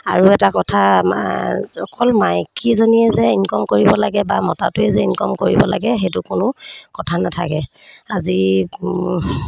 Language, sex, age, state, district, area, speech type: Assamese, female, 30-45, Assam, Sivasagar, rural, spontaneous